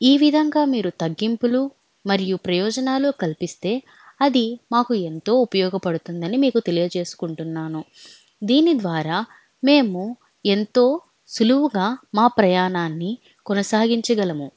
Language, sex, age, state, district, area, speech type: Telugu, female, 18-30, Andhra Pradesh, Alluri Sitarama Raju, urban, spontaneous